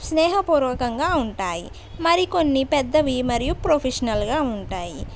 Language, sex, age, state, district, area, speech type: Telugu, female, 60+, Andhra Pradesh, East Godavari, urban, spontaneous